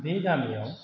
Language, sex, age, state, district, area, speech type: Bodo, male, 30-45, Assam, Chirang, rural, spontaneous